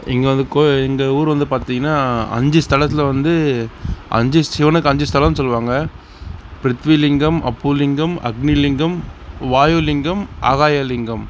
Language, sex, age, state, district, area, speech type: Tamil, male, 60+, Tamil Nadu, Mayiladuthurai, rural, spontaneous